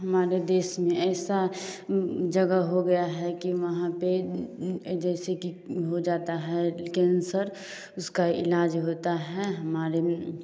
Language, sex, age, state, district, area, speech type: Hindi, female, 18-30, Bihar, Samastipur, rural, spontaneous